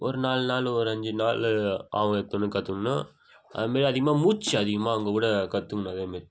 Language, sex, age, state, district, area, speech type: Tamil, male, 18-30, Tamil Nadu, Viluppuram, rural, spontaneous